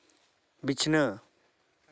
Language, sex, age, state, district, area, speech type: Santali, male, 30-45, West Bengal, Jhargram, rural, read